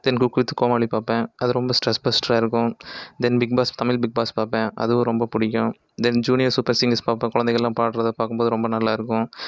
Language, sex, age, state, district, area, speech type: Tamil, male, 30-45, Tamil Nadu, Erode, rural, spontaneous